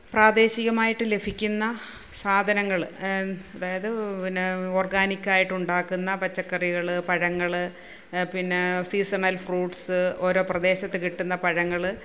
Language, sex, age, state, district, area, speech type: Malayalam, female, 45-60, Kerala, Kollam, rural, spontaneous